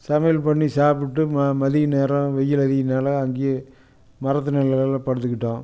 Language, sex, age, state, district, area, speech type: Tamil, male, 60+, Tamil Nadu, Coimbatore, urban, spontaneous